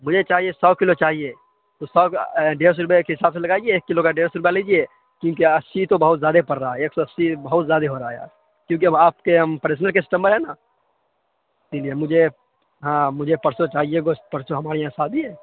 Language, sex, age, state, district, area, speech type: Urdu, male, 18-30, Bihar, Khagaria, rural, conversation